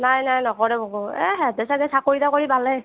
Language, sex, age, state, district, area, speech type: Assamese, female, 30-45, Assam, Nagaon, rural, conversation